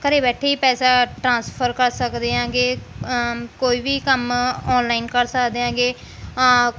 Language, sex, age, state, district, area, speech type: Punjabi, female, 18-30, Punjab, Mansa, rural, spontaneous